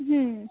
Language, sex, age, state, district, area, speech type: Bengali, female, 30-45, West Bengal, Hooghly, urban, conversation